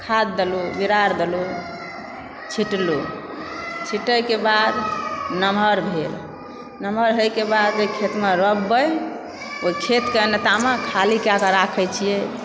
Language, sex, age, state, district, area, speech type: Maithili, female, 30-45, Bihar, Supaul, rural, spontaneous